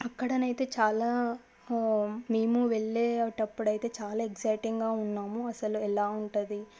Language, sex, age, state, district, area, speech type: Telugu, female, 18-30, Telangana, Medchal, urban, spontaneous